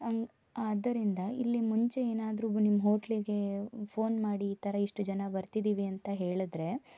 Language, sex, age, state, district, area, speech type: Kannada, female, 30-45, Karnataka, Shimoga, rural, spontaneous